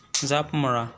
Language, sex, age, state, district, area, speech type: Assamese, male, 30-45, Assam, Dhemaji, rural, read